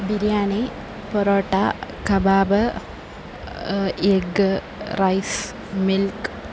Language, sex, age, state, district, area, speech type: Malayalam, female, 18-30, Kerala, Kollam, rural, spontaneous